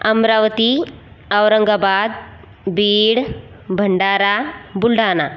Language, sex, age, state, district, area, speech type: Marathi, female, 18-30, Maharashtra, Buldhana, rural, spontaneous